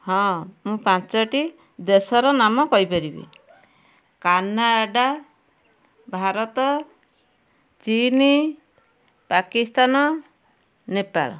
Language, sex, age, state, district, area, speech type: Odia, female, 60+, Odisha, Kendujhar, urban, spontaneous